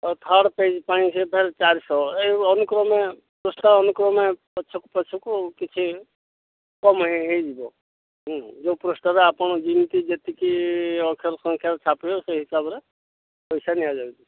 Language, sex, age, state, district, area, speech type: Odia, male, 60+, Odisha, Jharsuguda, rural, conversation